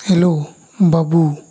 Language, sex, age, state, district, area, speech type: Santali, male, 30-45, West Bengal, Bankura, rural, spontaneous